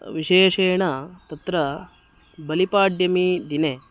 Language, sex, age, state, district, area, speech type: Sanskrit, male, 18-30, Karnataka, Uttara Kannada, rural, spontaneous